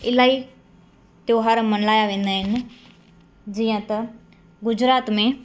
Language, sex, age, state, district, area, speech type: Sindhi, female, 18-30, Gujarat, Kutch, urban, spontaneous